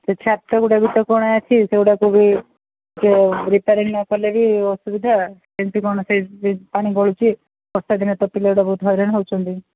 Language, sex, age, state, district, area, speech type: Odia, female, 45-60, Odisha, Sundergarh, rural, conversation